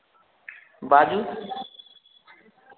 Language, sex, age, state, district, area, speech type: Maithili, male, 18-30, Bihar, Araria, rural, conversation